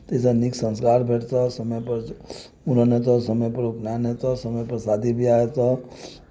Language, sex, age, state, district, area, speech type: Maithili, male, 45-60, Bihar, Muzaffarpur, rural, spontaneous